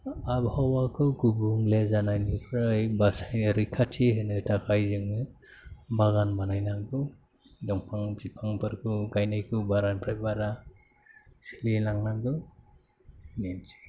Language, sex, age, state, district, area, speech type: Bodo, male, 30-45, Assam, Chirang, urban, spontaneous